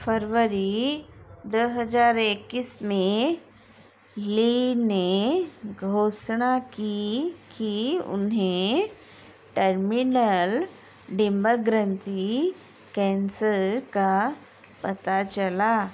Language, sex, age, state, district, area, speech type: Hindi, female, 45-60, Madhya Pradesh, Chhindwara, rural, read